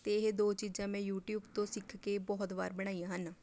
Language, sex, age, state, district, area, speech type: Punjabi, female, 18-30, Punjab, Mohali, rural, spontaneous